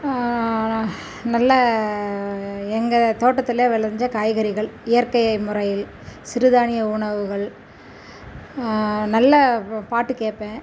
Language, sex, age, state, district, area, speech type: Tamil, female, 45-60, Tamil Nadu, Dharmapuri, urban, spontaneous